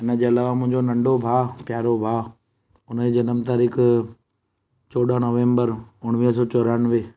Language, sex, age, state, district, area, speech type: Sindhi, male, 30-45, Gujarat, Surat, urban, spontaneous